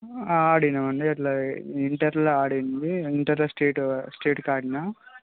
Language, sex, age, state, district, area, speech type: Telugu, male, 18-30, Telangana, Yadadri Bhuvanagiri, urban, conversation